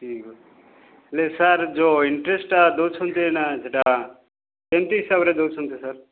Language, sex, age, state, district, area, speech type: Odia, male, 30-45, Odisha, Kalahandi, rural, conversation